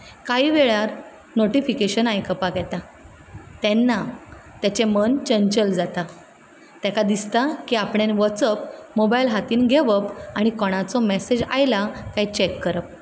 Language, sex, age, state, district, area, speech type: Goan Konkani, female, 30-45, Goa, Ponda, rural, spontaneous